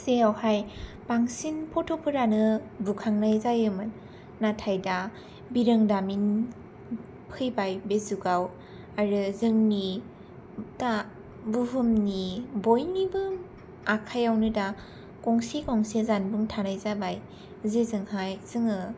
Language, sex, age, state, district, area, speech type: Bodo, female, 18-30, Assam, Kokrajhar, urban, spontaneous